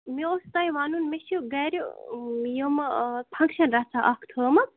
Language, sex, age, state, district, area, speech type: Kashmiri, female, 30-45, Jammu and Kashmir, Bandipora, rural, conversation